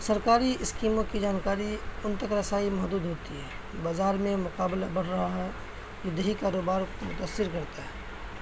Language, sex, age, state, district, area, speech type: Urdu, male, 18-30, Bihar, Madhubani, rural, spontaneous